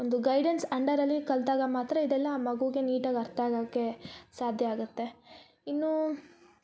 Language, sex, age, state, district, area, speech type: Kannada, female, 18-30, Karnataka, Koppal, rural, spontaneous